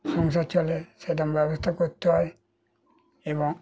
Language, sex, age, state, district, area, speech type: Bengali, male, 60+, West Bengal, Darjeeling, rural, spontaneous